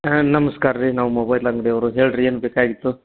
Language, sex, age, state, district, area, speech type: Kannada, male, 45-60, Karnataka, Dharwad, rural, conversation